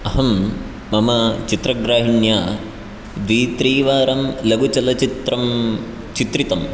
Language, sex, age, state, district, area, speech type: Sanskrit, male, 18-30, Karnataka, Chikkamagaluru, rural, spontaneous